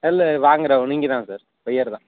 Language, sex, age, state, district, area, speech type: Tamil, male, 30-45, Tamil Nadu, Madurai, urban, conversation